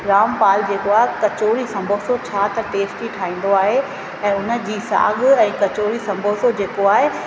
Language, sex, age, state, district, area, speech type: Sindhi, female, 30-45, Rajasthan, Ajmer, rural, spontaneous